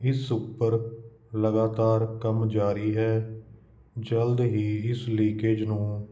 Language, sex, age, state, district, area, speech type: Punjabi, male, 30-45, Punjab, Kapurthala, urban, read